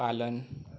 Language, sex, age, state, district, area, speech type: Hindi, male, 18-30, Uttar Pradesh, Chandauli, rural, read